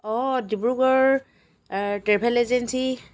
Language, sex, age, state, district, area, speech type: Assamese, female, 60+, Assam, Dibrugarh, rural, spontaneous